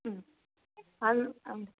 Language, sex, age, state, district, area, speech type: Malayalam, female, 18-30, Kerala, Idukki, rural, conversation